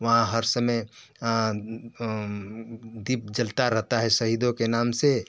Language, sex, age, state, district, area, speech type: Hindi, male, 45-60, Uttar Pradesh, Varanasi, urban, spontaneous